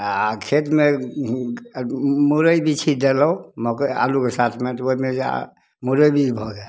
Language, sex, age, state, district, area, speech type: Maithili, male, 60+, Bihar, Samastipur, rural, spontaneous